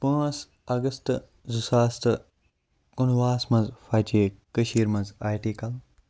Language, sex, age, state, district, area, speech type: Kashmiri, male, 18-30, Jammu and Kashmir, Kupwara, rural, spontaneous